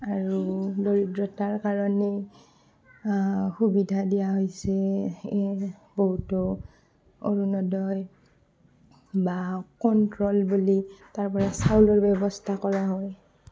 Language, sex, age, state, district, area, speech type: Assamese, female, 18-30, Assam, Barpeta, rural, spontaneous